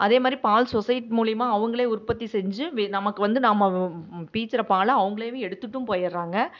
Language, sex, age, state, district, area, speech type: Tamil, female, 45-60, Tamil Nadu, Namakkal, rural, spontaneous